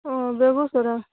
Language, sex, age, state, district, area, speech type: Maithili, female, 18-30, Bihar, Begusarai, rural, conversation